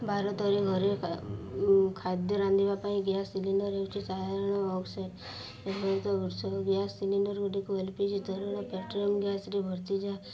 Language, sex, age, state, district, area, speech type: Odia, female, 18-30, Odisha, Subarnapur, urban, spontaneous